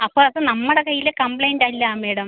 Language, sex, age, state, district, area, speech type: Malayalam, female, 30-45, Kerala, Kollam, rural, conversation